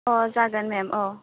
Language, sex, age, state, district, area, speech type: Bodo, female, 18-30, Assam, Chirang, rural, conversation